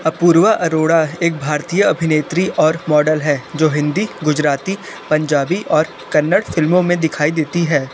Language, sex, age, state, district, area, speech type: Hindi, male, 18-30, Uttar Pradesh, Sonbhadra, rural, read